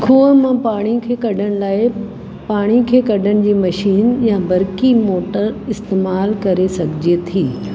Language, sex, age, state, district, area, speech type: Sindhi, female, 45-60, Delhi, South Delhi, urban, spontaneous